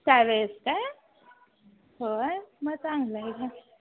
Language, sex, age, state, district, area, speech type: Marathi, female, 18-30, Maharashtra, Kolhapur, rural, conversation